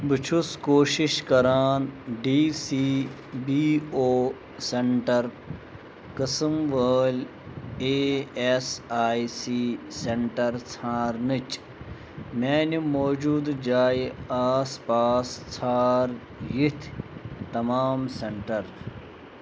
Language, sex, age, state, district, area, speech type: Kashmiri, male, 30-45, Jammu and Kashmir, Bandipora, rural, read